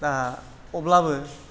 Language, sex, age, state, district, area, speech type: Bodo, male, 60+, Assam, Kokrajhar, rural, spontaneous